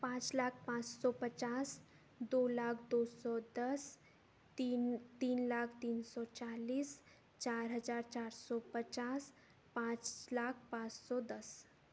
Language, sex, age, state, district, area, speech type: Hindi, female, 18-30, Madhya Pradesh, Betul, urban, spontaneous